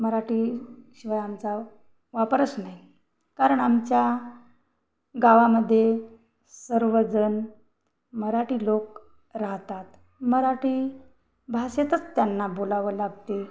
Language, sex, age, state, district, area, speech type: Marathi, female, 45-60, Maharashtra, Hingoli, urban, spontaneous